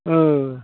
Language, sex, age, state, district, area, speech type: Bodo, male, 60+, Assam, Chirang, rural, conversation